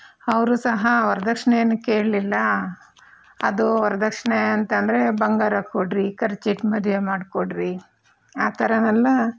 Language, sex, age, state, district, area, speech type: Kannada, female, 45-60, Karnataka, Chitradurga, rural, spontaneous